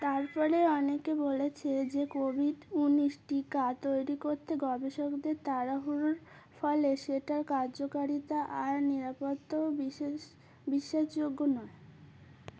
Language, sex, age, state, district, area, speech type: Bengali, female, 18-30, West Bengal, Uttar Dinajpur, urban, read